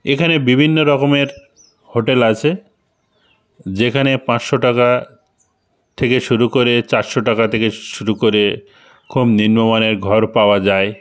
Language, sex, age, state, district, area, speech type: Bengali, male, 45-60, West Bengal, Bankura, urban, spontaneous